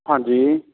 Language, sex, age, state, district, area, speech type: Punjabi, male, 60+, Punjab, Shaheed Bhagat Singh Nagar, rural, conversation